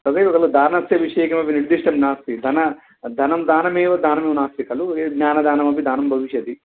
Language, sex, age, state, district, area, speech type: Sanskrit, male, 30-45, Telangana, Nizamabad, urban, conversation